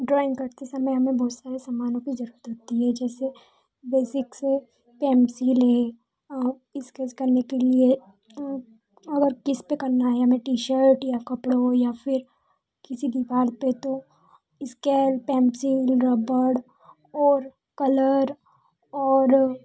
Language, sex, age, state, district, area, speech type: Hindi, female, 18-30, Madhya Pradesh, Ujjain, urban, spontaneous